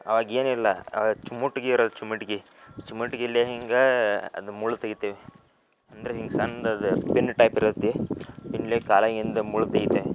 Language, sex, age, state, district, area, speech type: Kannada, male, 18-30, Karnataka, Dharwad, urban, spontaneous